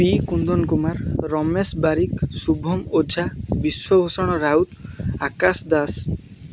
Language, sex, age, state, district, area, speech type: Odia, male, 18-30, Odisha, Jagatsinghpur, rural, spontaneous